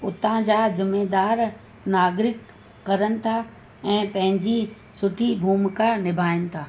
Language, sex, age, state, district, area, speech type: Sindhi, female, 60+, Uttar Pradesh, Lucknow, urban, spontaneous